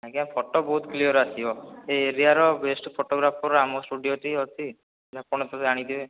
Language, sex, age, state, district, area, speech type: Odia, male, 18-30, Odisha, Jajpur, rural, conversation